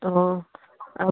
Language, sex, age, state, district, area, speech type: Manipuri, female, 60+, Manipur, Kangpokpi, urban, conversation